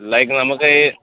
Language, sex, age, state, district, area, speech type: Malayalam, male, 30-45, Kerala, Pathanamthitta, rural, conversation